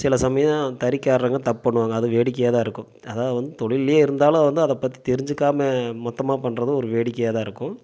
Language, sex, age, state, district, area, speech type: Tamil, male, 30-45, Tamil Nadu, Coimbatore, rural, spontaneous